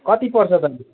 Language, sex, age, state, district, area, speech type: Nepali, male, 30-45, West Bengal, Alipurduar, urban, conversation